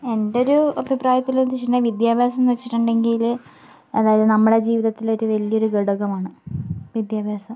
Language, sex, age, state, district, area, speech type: Malayalam, female, 30-45, Kerala, Wayanad, rural, spontaneous